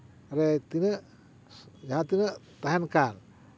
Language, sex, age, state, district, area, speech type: Santali, male, 60+, West Bengal, Paschim Bardhaman, rural, spontaneous